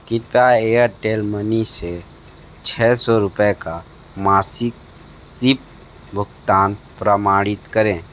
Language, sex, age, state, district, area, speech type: Hindi, male, 30-45, Uttar Pradesh, Sonbhadra, rural, read